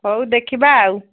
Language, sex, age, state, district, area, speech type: Odia, female, 45-60, Odisha, Angul, rural, conversation